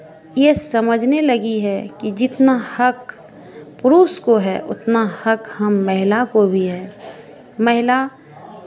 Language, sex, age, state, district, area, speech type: Hindi, female, 45-60, Bihar, Madhepura, rural, spontaneous